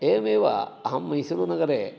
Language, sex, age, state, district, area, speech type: Sanskrit, male, 45-60, Karnataka, Shimoga, urban, spontaneous